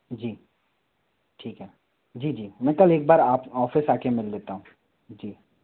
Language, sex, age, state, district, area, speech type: Hindi, male, 30-45, Madhya Pradesh, Bhopal, urban, conversation